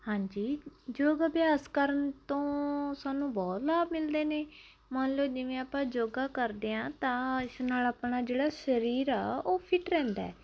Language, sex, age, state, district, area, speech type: Punjabi, female, 30-45, Punjab, Barnala, rural, spontaneous